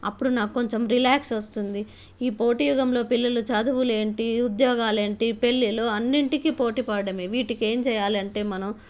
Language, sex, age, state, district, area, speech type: Telugu, female, 45-60, Telangana, Nizamabad, rural, spontaneous